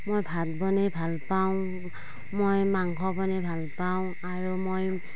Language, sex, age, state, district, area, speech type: Assamese, female, 45-60, Assam, Darrang, rural, spontaneous